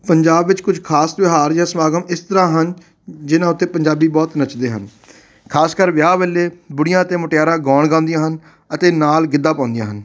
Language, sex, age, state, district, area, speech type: Punjabi, male, 30-45, Punjab, Fatehgarh Sahib, urban, spontaneous